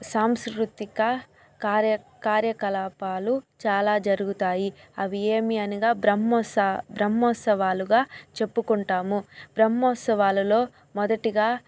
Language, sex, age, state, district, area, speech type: Telugu, female, 45-60, Andhra Pradesh, Chittoor, rural, spontaneous